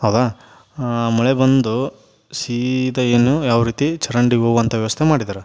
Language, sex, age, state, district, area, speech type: Kannada, male, 30-45, Karnataka, Gadag, rural, spontaneous